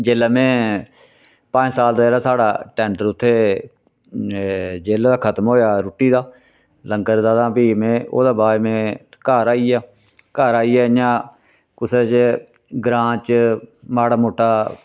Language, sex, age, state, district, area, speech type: Dogri, male, 60+, Jammu and Kashmir, Reasi, rural, spontaneous